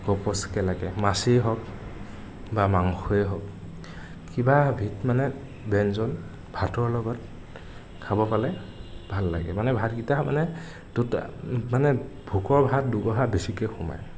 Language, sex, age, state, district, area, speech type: Assamese, male, 18-30, Assam, Nagaon, rural, spontaneous